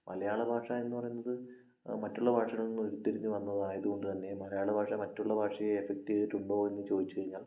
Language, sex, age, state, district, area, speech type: Malayalam, male, 18-30, Kerala, Wayanad, rural, spontaneous